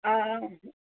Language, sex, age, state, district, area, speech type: Assamese, female, 30-45, Assam, Charaideo, rural, conversation